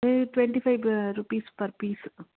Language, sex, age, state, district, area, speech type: Tamil, female, 45-60, Tamil Nadu, Krishnagiri, rural, conversation